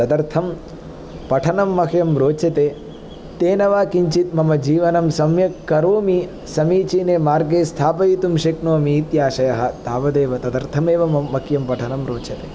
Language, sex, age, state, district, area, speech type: Sanskrit, male, 18-30, Andhra Pradesh, Palnadu, rural, spontaneous